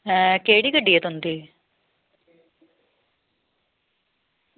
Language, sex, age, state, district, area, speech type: Dogri, female, 30-45, Jammu and Kashmir, Samba, rural, conversation